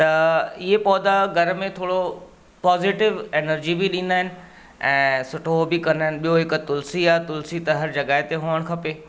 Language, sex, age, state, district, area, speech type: Sindhi, male, 45-60, Maharashtra, Mumbai Suburban, urban, spontaneous